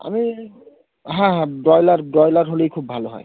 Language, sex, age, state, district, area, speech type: Bengali, male, 18-30, West Bengal, Howrah, urban, conversation